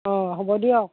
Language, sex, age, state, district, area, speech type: Assamese, female, 60+, Assam, Darrang, rural, conversation